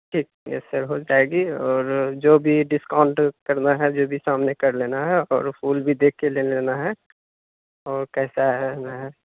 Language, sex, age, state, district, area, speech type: Urdu, male, 18-30, Bihar, Purnia, rural, conversation